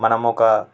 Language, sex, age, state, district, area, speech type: Telugu, male, 18-30, Telangana, Nalgonda, urban, spontaneous